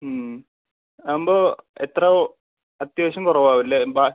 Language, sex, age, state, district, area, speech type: Malayalam, male, 18-30, Kerala, Thiruvananthapuram, urban, conversation